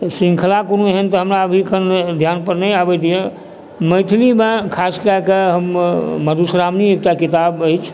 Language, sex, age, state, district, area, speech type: Maithili, male, 45-60, Bihar, Supaul, rural, spontaneous